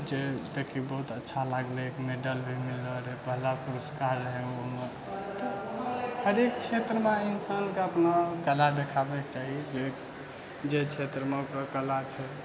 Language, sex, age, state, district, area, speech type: Maithili, male, 60+, Bihar, Purnia, urban, spontaneous